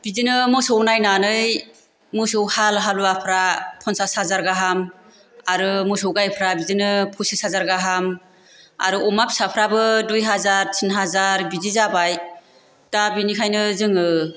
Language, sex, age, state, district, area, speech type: Bodo, female, 45-60, Assam, Chirang, rural, spontaneous